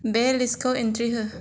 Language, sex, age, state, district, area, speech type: Bodo, female, 18-30, Assam, Kokrajhar, rural, read